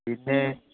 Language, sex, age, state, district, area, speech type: Malayalam, male, 45-60, Kerala, Palakkad, rural, conversation